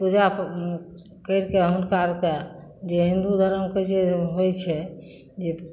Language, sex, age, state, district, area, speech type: Maithili, female, 60+, Bihar, Begusarai, urban, spontaneous